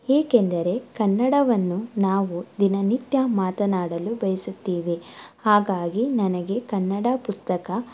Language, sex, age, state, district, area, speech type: Kannada, female, 18-30, Karnataka, Davanagere, rural, spontaneous